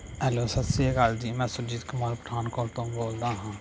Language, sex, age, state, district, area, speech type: Punjabi, male, 30-45, Punjab, Pathankot, rural, spontaneous